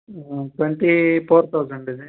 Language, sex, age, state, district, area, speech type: Kannada, male, 30-45, Karnataka, Gadag, rural, conversation